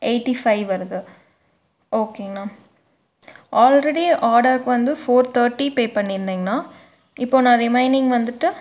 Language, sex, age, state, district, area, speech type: Tamil, female, 18-30, Tamil Nadu, Tiruppur, urban, spontaneous